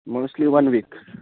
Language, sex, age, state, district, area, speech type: Urdu, male, 18-30, Bihar, Araria, rural, conversation